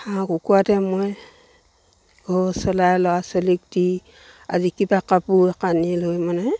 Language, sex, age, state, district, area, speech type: Assamese, female, 60+, Assam, Dibrugarh, rural, spontaneous